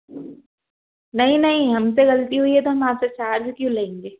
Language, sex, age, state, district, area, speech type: Hindi, female, 45-60, Madhya Pradesh, Bhopal, urban, conversation